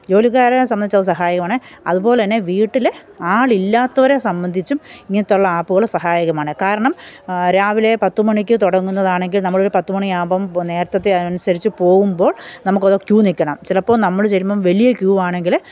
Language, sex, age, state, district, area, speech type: Malayalam, female, 45-60, Kerala, Pathanamthitta, rural, spontaneous